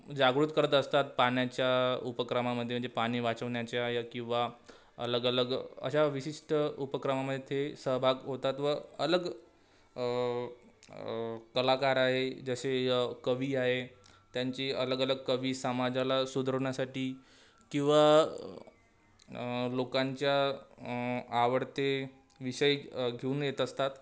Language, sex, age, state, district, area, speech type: Marathi, male, 18-30, Maharashtra, Wardha, urban, spontaneous